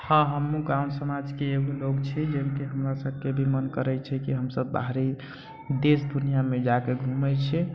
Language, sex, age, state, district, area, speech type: Maithili, male, 30-45, Bihar, Sitamarhi, rural, spontaneous